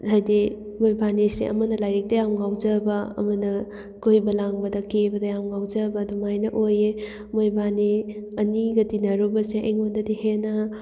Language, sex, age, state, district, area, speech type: Manipuri, female, 18-30, Manipur, Kakching, urban, spontaneous